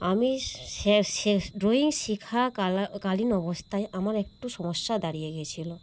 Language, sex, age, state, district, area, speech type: Bengali, female, 30-45, West Bengal, Malda, urban, spontaneous